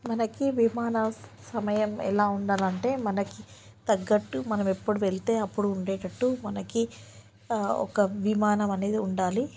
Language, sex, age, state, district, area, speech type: Telugu, female, 30-45, Telangana, Ranga Reddy, rural, spontaneous